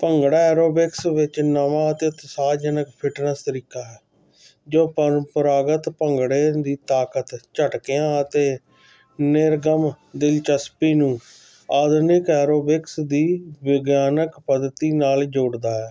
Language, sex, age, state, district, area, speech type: Punjabi, male, 45-60, Punjab, Hoshiarpur, urban, spontaneous